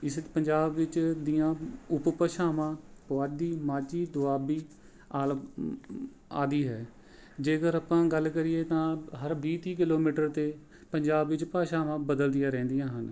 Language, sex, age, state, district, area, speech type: Punjabi, male, 30-45, Punjab, Rupnagar, rural, spontaneous